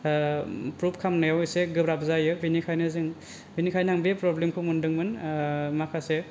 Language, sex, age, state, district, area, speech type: Bodo, male, 18-30, Assam, Kokrajhar, rural, spontaneous